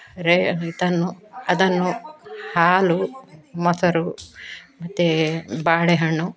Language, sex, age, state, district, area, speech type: Kannada, female, 60+, Karnataka, Udupi, rural, spontaneous